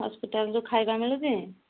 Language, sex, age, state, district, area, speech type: Odia, female, 45-60, Odisha, Angul, rural, conversation